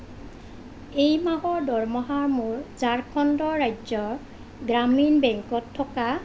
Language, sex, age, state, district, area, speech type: Assamese, female, 30-45, Assam, Nalbari, rural, read